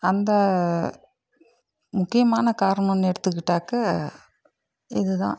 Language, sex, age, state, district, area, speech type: Tamil, female, 60+, Tamil Nadu, Dharmapuri, urban, spontaneous